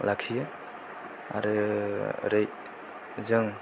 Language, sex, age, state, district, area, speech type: Bodo, male, 18-30, Assam, Kokrajhar, urban, spontaneous